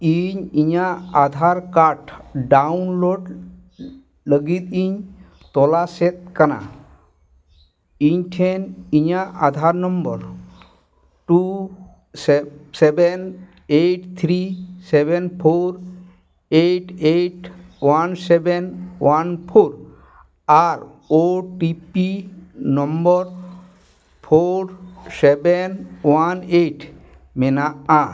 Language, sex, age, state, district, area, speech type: Santali, male, 60+, West Bengal, Dakshin Dinajpur, rural, read